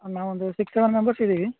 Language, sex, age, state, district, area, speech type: Kannada, male, 30-45, Karnataka, Raichur, rural, conversation